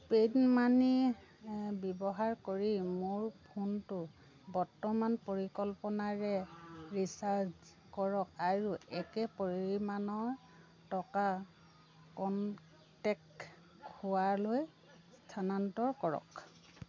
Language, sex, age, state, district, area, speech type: Assamese, female, 60+, Assam, Dhemaji, rural, read